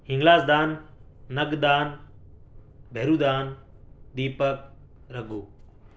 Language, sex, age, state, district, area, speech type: Urdu, male, 18-30, Delhi, North East Delhi, urban, spontaneous